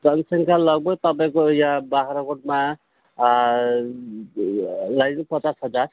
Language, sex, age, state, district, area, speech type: Nepali, male, 45-60, West Bengal, Jalpaiguri, urban, conversation